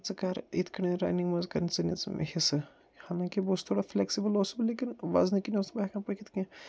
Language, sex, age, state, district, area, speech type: Kashmiri, male, 18-30, Jammu and Kashmir, Srinagar, urban, spontaneous